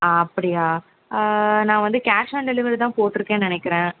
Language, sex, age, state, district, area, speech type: Tamil, female, 18-30, Tamil Nadu, Chennai, urban, conversation